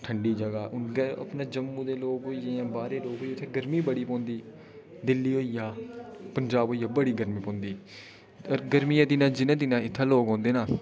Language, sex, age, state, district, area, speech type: Dogri, male, 18-30, Jammu and Kashmir, Udhampur, rural, spontaneous